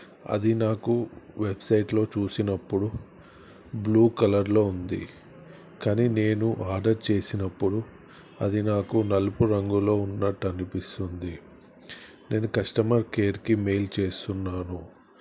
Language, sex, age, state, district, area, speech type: Telugu, male, 30-45, Andhra Pradesh, Krishna, urban, spontaneous